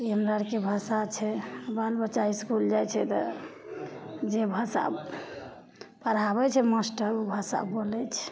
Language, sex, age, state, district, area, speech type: Maithili, female, 30-45, Bihar, Madhepura, rural, spontaneous